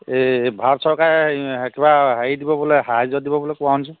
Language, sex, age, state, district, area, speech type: Assamese, male, 45-60, Assam, Lakhimpur, rural, conversation